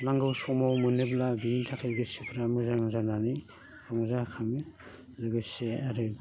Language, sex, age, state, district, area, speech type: Bodo, male, 60+, Assam, Baksa, urban, spontaneous